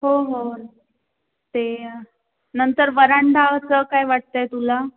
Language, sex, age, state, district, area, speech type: Marathi, female, 30-45, Maharashtra, Pune, urban, conversation